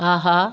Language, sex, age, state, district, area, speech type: Tamil, female, 60+, Tamil Nadu, Viluppuram, rural, read